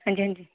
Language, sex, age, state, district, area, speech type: Punjabi, female, 30-45, Punjab, Pathankot, rural, conversation